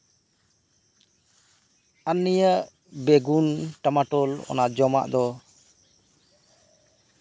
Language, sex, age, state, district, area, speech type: Santali, male, 30-45, West Bengal, Birbhum, rural, spontaneous